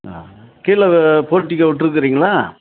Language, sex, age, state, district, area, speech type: Tamil, male, 60+, Tamil Nadu, Dharmapuri, rural, conversation